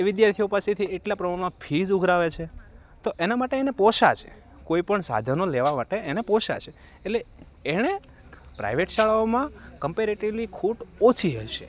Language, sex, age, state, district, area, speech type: Gujarati, male, 30-45, Gujarat, Rajkot, rural, spontaneous